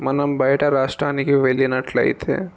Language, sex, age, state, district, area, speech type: Telugu, male, 18-30, Telangana, Jangaon, urban, spontaneous